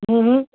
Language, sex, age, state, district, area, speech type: Gujarati, female, 30-45, Gujarat, Rajkot, urban, conversation